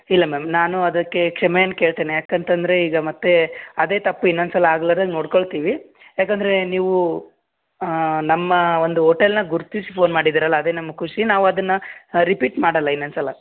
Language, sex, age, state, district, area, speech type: Kannada, male, 18-30, Karnataka, Koppal, urban, conversation